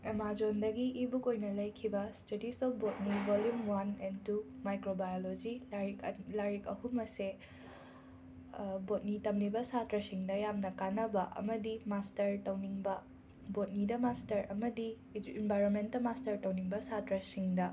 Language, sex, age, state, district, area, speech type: Manipuri, female, 18-30, Manipur, Imphal West, urban, spontaneous